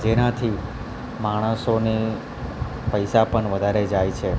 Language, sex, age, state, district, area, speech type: Gujarati, male, 30-45, Gujarat, Valsad, rural, spontaneous